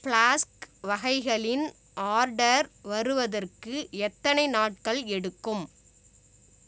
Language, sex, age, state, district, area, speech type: Tamil, female, 45-60, Tamil Nadu, Cuddalore, rural, read